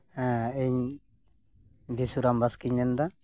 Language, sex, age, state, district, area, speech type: Santali, male, 30-45, West Bengal, Purulia, rural, spontaneous